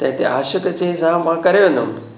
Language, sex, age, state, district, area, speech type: Sindhi, male, 60+, Maharashtra, Thane, urban, spontaneous